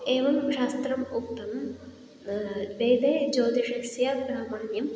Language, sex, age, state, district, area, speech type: Sanskrit, female, 18-30, Karnataka, Hassan, urban, spontaneous